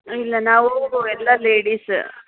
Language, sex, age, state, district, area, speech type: Kannada, female, 45-60, Karnataka, Dharwad, urban, conversation